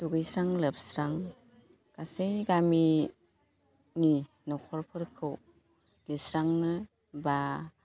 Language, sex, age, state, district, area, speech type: Bodo, female, 30-45, Assam, Baksa, rural, spontaneous